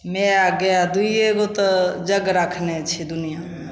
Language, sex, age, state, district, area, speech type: Maithili, female, 45-60, Bihar, Samastipur, rural, spontaneous